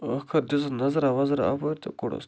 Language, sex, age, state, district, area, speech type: Kashmiri, male, 30-45, Jammu and Kashmir, Baramulla, rural, spontaneous